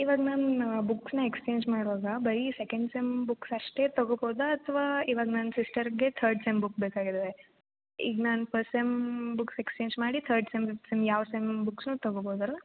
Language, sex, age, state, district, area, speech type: Kannada, female, 18-30, Karnataka, Gulbarga, urban, conversation